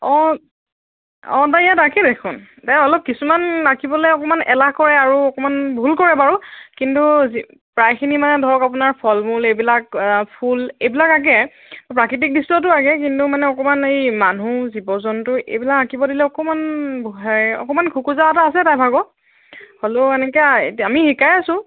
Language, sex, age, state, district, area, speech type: Assamese, female, 30-45, Assam, Lakhimpur, rural, conversation